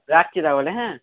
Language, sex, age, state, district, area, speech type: Bengali, male, 45-60, West Bengal, Nadia, rural, conversation